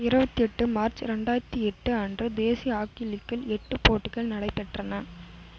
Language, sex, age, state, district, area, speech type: Tamil, female, 18-30, Tamil Nadu, Vellore, urban, read